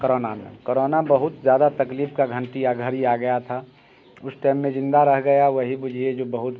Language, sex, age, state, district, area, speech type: Hindi, male, 45-60, Bihar, Muzaffarpur, rural, spontaneous